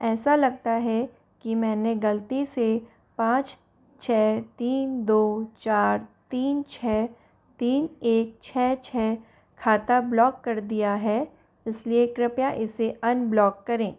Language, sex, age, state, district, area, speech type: Hindi, female, 60+, Rajasthan, Jaipur, urban, read